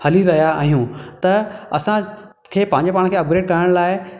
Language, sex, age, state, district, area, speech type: Sindhi, male, 45-60, Maharashtra, Thane, urban, spontaneous